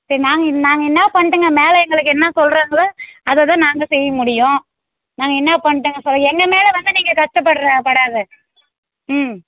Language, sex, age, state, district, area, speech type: Tamil, female, 30-45, Tamil Nadu, Tirupattur, rural, conversation